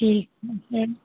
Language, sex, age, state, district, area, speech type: Hindi, female, 30-45, Bihar, Muzaffarpur, rural, conversation